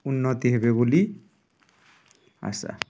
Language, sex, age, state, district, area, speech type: Odia, male, 30-45, Odisha, Nuapada, urban, spontaneous